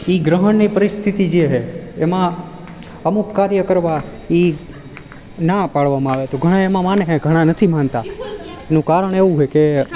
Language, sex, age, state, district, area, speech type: Gujarati, male, 18-30, Gujarat, Rajkot, rural, spontaneous